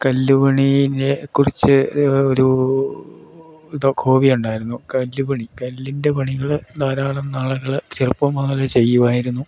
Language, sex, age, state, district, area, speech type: Malayalam, male, 60+, Kerala, Idukki, rural, spontaneous